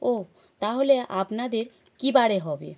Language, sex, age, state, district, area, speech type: Bengali, male, 30-45, West Bengal, Howrah, urban, read